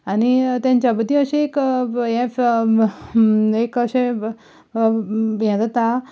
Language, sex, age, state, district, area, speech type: Goan Konkani, female, 18-30, Goa, Ponda, rural, spontaneous